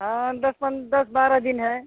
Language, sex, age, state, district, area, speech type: Hindi, female, 60+, Uttar Pradesh, Azamgarh, rural, conversation